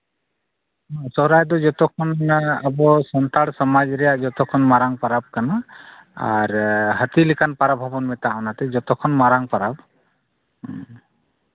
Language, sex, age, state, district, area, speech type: Santali, male, 45-60, Jharkhand, East Singhbhum, rural, conversation